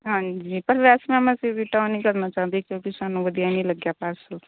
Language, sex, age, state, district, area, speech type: Punjabi, female, 30-45, Punjab, Mansa, urban, conversation